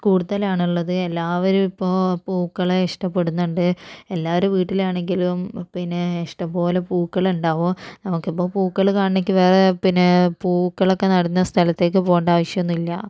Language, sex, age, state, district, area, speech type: Malayalam, female, 45-60, Kerala, Kozhikode, urban, spontaneous